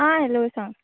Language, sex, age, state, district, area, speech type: Goan Konkani, female, 18-30, Goa, Ponda, rural, conversation